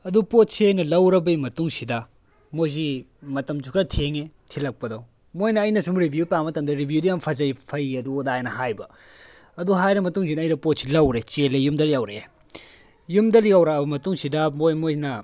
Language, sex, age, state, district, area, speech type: Manipuri, male, 18-30, Manipur, Tengnoupal, rural, spontaneous